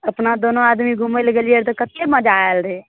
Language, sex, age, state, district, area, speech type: Maithili, female, 18-30, Bihar, Araria, urban, conversation